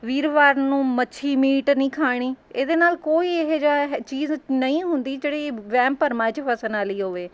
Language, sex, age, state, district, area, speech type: Punjabi, female, 30-45, Punjab, Mohali, urban, spontaneous